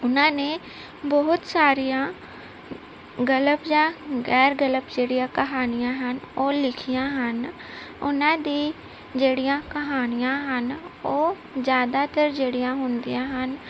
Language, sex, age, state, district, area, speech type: Punjabi, female, 30-45, Punjab, Gurdaspur, rural, spontaneous